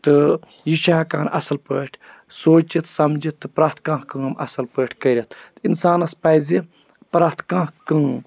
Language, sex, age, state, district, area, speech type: Kashmiri, male, 18-30, Jammu and Kashmir, Budgam, rural, spontaneous